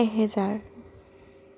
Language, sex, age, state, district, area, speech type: Assamese, female, 18-30, Assam, Jorhat, urban, spontaneous